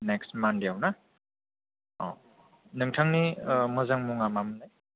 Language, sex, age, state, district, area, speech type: Bodo, male, 18-30, Assam, Kokrajhar, rural, conversation